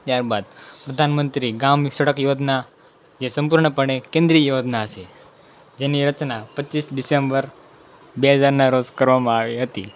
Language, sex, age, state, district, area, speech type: Gujarati, male, 18-30, Gujarat, Anand, rural, spontaneous